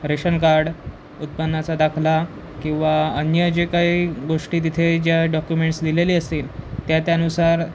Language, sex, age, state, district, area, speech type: Marathi, male, 18-30, Maharashtra, Pune, urban, spontaneous